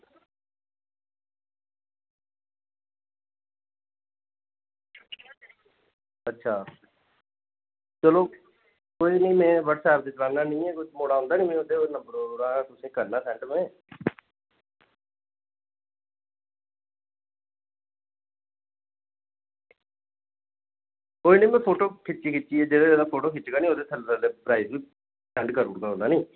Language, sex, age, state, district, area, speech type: Dogri, male, 30-45, Jammu and Kashmir, Reasi, rural, conversation